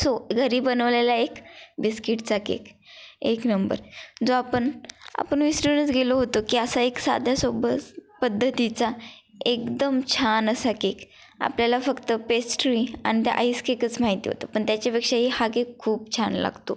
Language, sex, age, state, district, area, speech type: Marathi, female, 18-30, Maharashtra, Kolhapur, rural, spontaneous